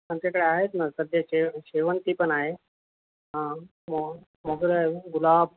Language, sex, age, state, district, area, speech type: Marathi, male, 60+, Maharashtra, Nanded, urban, conversation